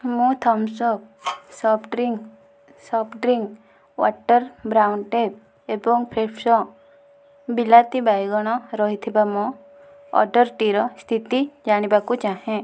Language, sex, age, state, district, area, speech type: Odia, female, 45-60, Odisha, Kandhamal, rural, read